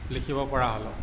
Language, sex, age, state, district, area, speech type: Assamese, male, 45-60, Assam, Tinsukia, rural, spontaneous